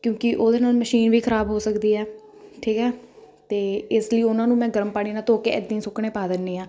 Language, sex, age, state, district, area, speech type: Punjabi, female, 18-30, Punjab, Ludhiana, urban, spontaneous